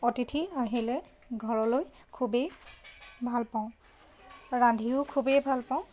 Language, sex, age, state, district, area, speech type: Assamese, female, 30-45, Assam, Sivasagar, rural, spontaneous